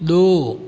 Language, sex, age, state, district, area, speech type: Hindi, male, 18-30, Rajasthan, Jodhpur, urban, read